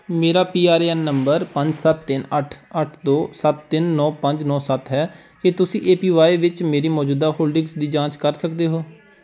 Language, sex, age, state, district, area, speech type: Punjabi, male, 18-30, Punjab, Pathankot, rural, read